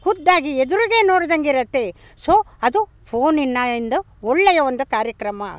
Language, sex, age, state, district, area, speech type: Kannada, female, 60+, Karnataka, Bangalore Rural, rural, spontaneous